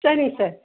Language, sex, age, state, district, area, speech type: Tamil, female, 60+, Tamil Nadu, Nilgiris, rural, conversation